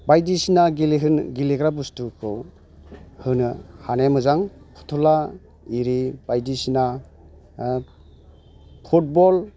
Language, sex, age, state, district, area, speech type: Bodo, male, 45-60, Assam, Chirang, rural, spontaneous